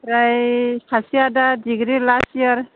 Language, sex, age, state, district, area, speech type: Bodo, female, 30-45, Assam, Chirang, urban, conversation